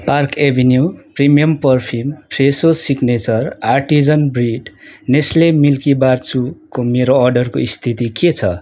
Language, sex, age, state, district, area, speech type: Nepali, male, 18-30, West Bengal, Darjeeling, rural, read